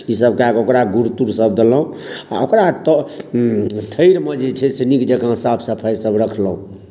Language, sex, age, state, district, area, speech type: Maithili, male, 30-45, Bihar, Darbhanga, rural, spontaneous